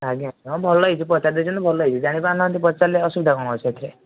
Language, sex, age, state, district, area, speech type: Odia, male, 18-30, Odisha, Balasore, rural, conversation